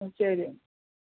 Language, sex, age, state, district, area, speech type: Malayalam, female, 45-60, Kerala, Pathanamthitta, rural, conversation